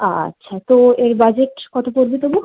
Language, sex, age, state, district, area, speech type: Bengali, female, 18-30, West Bengal, Howrah, urban, conversation